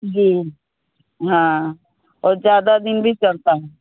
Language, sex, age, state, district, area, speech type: Hindi, female, 30-45, Bihar, Muzaffarpur, rural, conversation